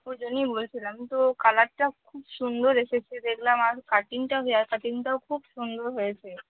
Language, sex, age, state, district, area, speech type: Bengali, female, 18-30, West Bengal, Cooch Behar, rural, conversation